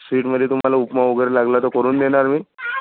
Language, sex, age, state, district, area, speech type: Marathi, male, 30-45, Maharashtra, Amravati, rural, conversation